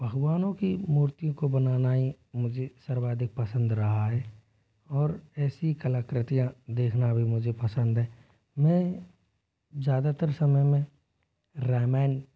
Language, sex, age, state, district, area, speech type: Hindi, male, 18-30, Rajasthan, Jodhpur, rural, spontaneous